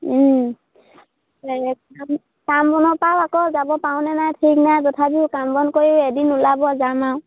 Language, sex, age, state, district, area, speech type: Assamese, female, 18-30, Assam, Sivasagar, rural, conversation